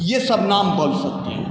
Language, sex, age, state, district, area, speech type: Maithili, male, 45-60, Bihar, Saharsa, rural, spontaneous